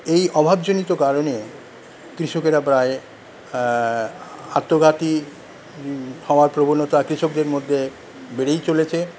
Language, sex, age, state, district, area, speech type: Bengali, male, 45-60, West Bengal, Paschim Bardhaman, rural, spontaneous